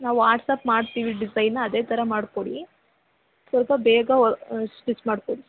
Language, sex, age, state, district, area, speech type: Kannada, female, 18-30, Karnataka, Hassan, rural, conversation